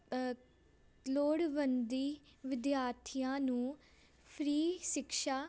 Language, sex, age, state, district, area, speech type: Punjabi, female, 18-30, Punjab, Amritsar, urban, spontaneous